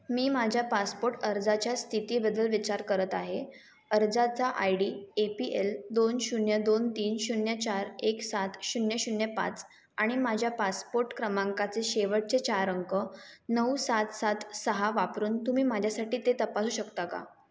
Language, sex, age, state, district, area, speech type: Marathi, female, 18-30, Maharashtra, Mumbai Suburban, urban, read